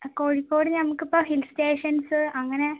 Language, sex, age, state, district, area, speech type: Malayalam, female, 18-30, Kerala, Kozhikode, urban, conversation